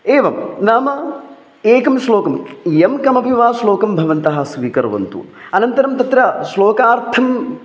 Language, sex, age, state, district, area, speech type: Sanskrit, male, 30-45, Kerala, Palakkad, urban, spontaneous